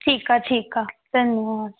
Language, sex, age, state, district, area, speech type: Sindhi, female, 18-30, Rajasthan, Ajmer, urban, conversation